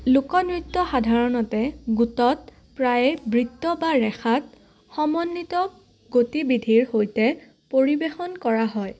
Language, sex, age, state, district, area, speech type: Assamese, female, 18-30, Assam, Udalguri, rural, spontaneous